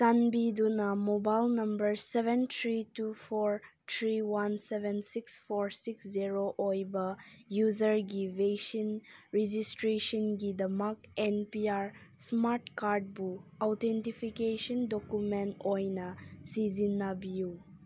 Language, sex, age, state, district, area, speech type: Manipuri, female, 18-30, Manipur, Senapati, urban, read